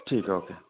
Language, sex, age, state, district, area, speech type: Hindi, male, 30-45, Bihar, Vaishali, rural, conversation